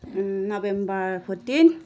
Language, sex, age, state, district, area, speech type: Nepali, female, 30-45, West Bengal, Kalimpong, rural, spontaneous